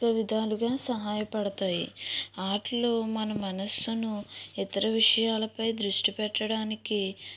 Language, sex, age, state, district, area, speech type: Telugu, female, 18-30, Andhra Pradesh, East Godavari, urban, spontaneous